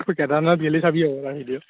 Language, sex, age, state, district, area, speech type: Assamese, male, 45-60, Assam, Darrang, rural, conversation